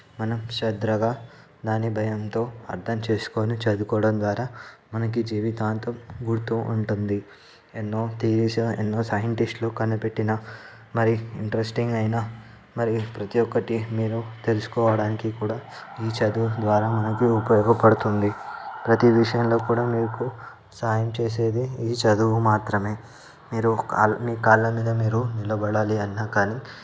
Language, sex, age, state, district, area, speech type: Telugu, male, 18-30, Telangana, Ranga Reddy, urban, spontaneous